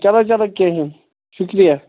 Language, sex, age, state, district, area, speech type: Kashmiri, male, 18-30, Jammu and Kashmir, Anantnag, rural, conversation